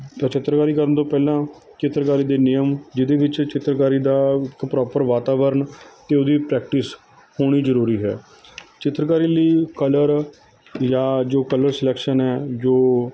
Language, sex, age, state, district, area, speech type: Punjabi, male, 30-45, Punjab, Mohali, rural, spontaneous